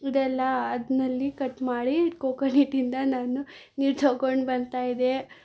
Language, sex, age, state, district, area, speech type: Kannada, female, 18-30, Karnataka, Bangalore Rural, urban, spontaneous